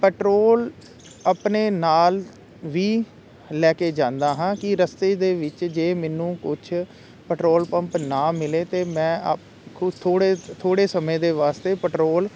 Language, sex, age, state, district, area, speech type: Punjabi, male, 45-60, Punjab, Jalandhar, urban, spontaneous